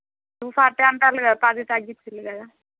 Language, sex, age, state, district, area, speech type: Telugu, female, 30-45, Telangana, Warangal, rural, conversation